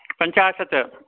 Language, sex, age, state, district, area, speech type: Sanskrit, male, 60+, Karnataka, Mandya, rural, conversation